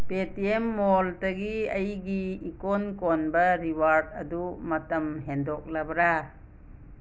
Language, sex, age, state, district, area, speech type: Manipuri, female, 60+, Manipur, Imphal West, rural, read